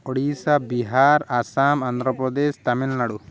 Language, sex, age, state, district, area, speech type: Odia, male, 30-45, Odisha, Balangir, urban, spontaneous